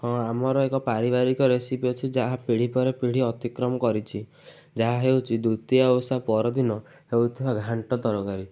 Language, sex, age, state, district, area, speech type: Odia, male, 18-30, Odisha, Kendujhar, urban, spontaneous